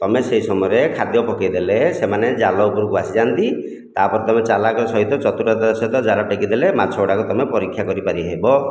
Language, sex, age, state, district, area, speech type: Odia, male, 45-60, Odisha, Khordha, rural, spontaneous